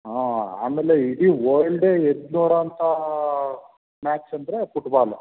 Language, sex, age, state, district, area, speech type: Kannada, male, 30-45, Karnataka, Mandya, rural, conversation